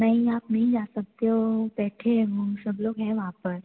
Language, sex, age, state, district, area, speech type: Hindi, female, 18-30, Madhya Pradesh, Betul, rural, conversation